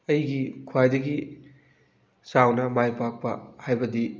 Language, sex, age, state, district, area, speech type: Manipuri, male, 18-30, Manipur, Thoubal, rural, spontaneous